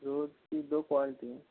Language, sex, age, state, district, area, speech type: Hindi, male, 30-45, Rajasthan, Jodhpur, rural, conversation